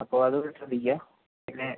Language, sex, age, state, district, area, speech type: Malayalam, male, 30-45, Kerala, Wayanad, rural, conversation